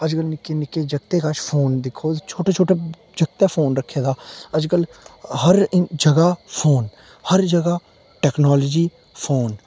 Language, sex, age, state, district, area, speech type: Dogri, male, 18-30, Jammu and Kashmir, Udhampur, rural, spontaneous